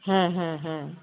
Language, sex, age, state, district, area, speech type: Bengali, female, 45-60, West Bengal, Alipurduar, rural, conversation